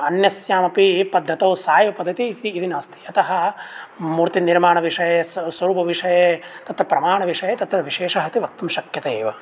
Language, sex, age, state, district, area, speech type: Sanskrit, male, 18-30, Bihar, Begusarai, rural, spontaneous